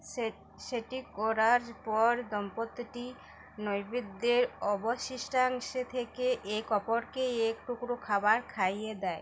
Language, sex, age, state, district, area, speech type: Bengali, female, 30-45, West Bengal, Uttar Dinajpur, urban, read